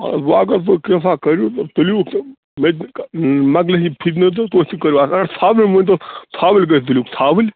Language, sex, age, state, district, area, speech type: Kashmiri, male, 45-60, Jammu and Kashmir, Bandipora, rural, conversation